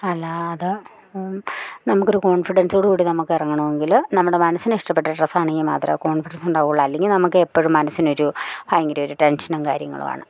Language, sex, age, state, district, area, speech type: Malayalam, female, 45-60, Kerala, Idukki, rural, spontaneous